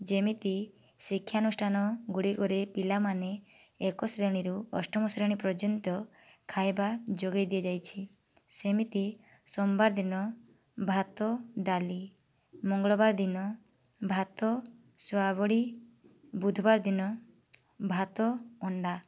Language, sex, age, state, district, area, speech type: Odia, female, 18-30, Odisha, Boudh, rural, spontaneous